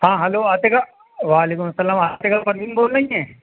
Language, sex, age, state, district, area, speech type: Urdu, male, 45-60, Uttar Pradesh, Rampur, urban, conversation